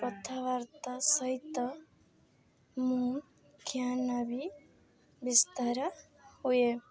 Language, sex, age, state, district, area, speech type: Odia, female, 18-30, Odisha, Nabarangpur, urban, spontaneous